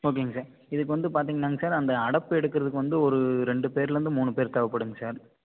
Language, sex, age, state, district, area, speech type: Tamil, male, 18-30, Tamil Nadu, Tiruppur, rural, conversation